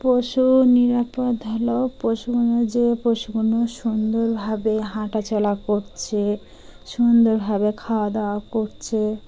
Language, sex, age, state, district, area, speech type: Bengali, female, 30-45, West Bengal, Dakshin Dinajpur, urban, spontaneous